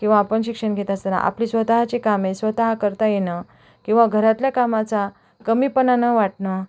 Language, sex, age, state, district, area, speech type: Marathi, female, 30-45, Maharashtra, Ahmednagar, urban, spontaneous